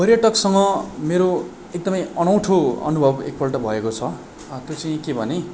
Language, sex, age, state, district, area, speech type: Nepali, male, 18-30, West Bengal, Darjeeling, rural, spontaneous